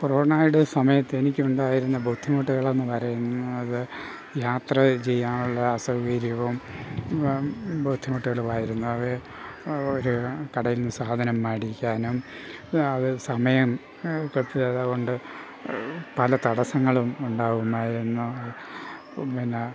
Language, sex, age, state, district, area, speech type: Malayalam, male, 60+, Kerala, Pathanamthitta, rural, spontaneous